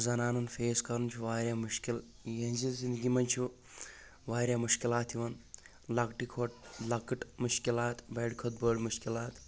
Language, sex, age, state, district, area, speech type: Kashmiri, male, 18-30, Jammu and Kashmir, Shopian, urban, spontaneous